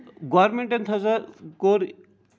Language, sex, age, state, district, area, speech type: Kashmiri, male, 45-60, Jammu and Kashmir, Srinagar, urban, spontaneous